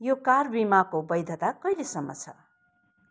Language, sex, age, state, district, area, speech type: Nepali, female, 45-60, West Bengal, Kalimpong, rural, read